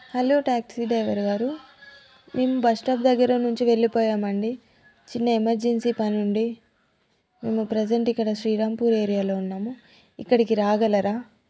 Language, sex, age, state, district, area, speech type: Telugu, female, 30-45, Telangana, Adilabad, rural, spontaneous